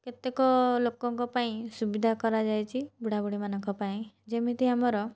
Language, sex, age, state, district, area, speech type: Odia, female, 30-45, Odisha, Cuttack, urban, spontaneous